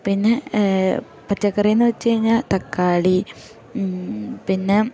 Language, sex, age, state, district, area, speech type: Malayalam, female, 18-30, Kerala, Idukki, rural, spontaneous